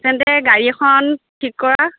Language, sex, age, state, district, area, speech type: Assamese, female, 30-45, Assam, Biswanath, rural, conversation